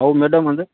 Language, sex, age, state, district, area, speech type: Gujarati, male, 30-45, Gujarat, Morbi, rural, conversation